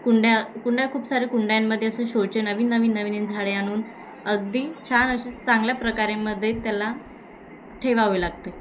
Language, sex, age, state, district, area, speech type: Marathi, female, 18-30, Maharashtra, Thane, urban, spontaneous